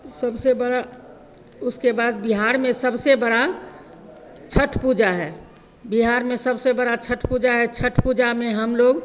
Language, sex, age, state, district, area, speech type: Hindi, female, 60+, Bihar, Begusarai, rural, spontaneous